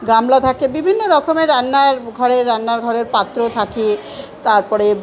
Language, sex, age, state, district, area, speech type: Bengali, female, 45-60, West Bengal, South 24 Parganas, urban, spontaneous